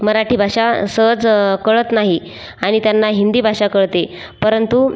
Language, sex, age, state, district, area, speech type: Marathi, female, 18-30, Maharashtra, Buldhana, rural, spontaneous